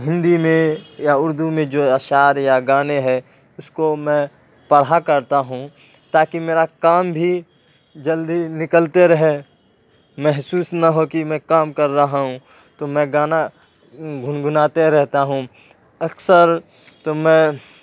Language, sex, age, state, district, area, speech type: Urdu, male, 30-45, Uttar Pradesh, Ghaziabad, rural, spontaneous